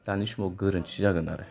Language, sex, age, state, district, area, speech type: Bodo, male, 30-45, Assam, Kokrajhar, rural, spontaneous